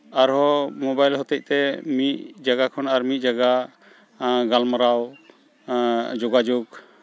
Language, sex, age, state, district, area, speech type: Santali, male, 45-60, West Bengal, Malda, rural, spontaneous